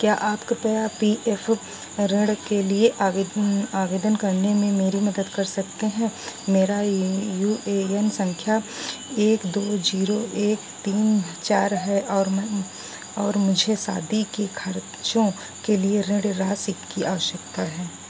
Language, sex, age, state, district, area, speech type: Hindi, female, 45-60, Uttar Pradesh, Sitapur, rural, read